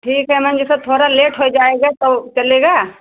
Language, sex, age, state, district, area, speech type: Hindi, female, 60+, Uttar Pradesh, Ayodhya, rural, conversation